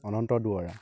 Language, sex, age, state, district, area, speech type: Assamese, male, 18-30, Assam, Dibrugarh, rural, spontaneous